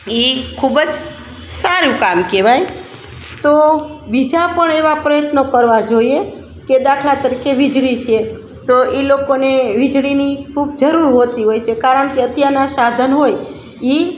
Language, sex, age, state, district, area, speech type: Gujarati, female, 45-60, Gujarat, Rajkot, rural, spontaneous